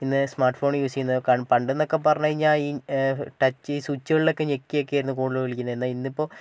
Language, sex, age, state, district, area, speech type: Malayalam, male, 30-45, Kerala, Wayanad, rural, spontaneous